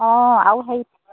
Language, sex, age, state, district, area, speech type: Assamese, female, 30-45, Assam, Charaideo, rural, conversation